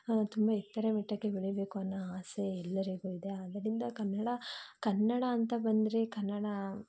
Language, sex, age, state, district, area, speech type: Kannada, female, 30-45, Karnataka, Tumkur, rural, spontaneous